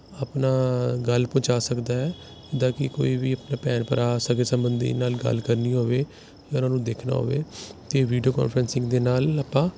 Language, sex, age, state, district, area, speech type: Punjabi, male, 30-45, Punjab, Jalandhar, urban, spontaneous